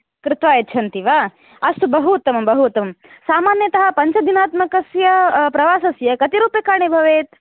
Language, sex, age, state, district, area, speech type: Sanskrit, female, 18-30, Karnataka, Koppal, rural, conversation